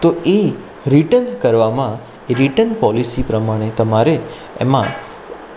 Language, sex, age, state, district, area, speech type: Gujarati, male, 30-45, Gujarat, Anand, urban, spontaneous